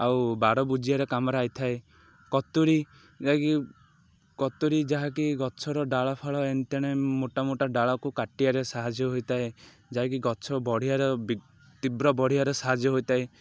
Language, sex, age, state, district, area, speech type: Odia, male, 30-45, Odisha, Ganjam, urban, spontaneous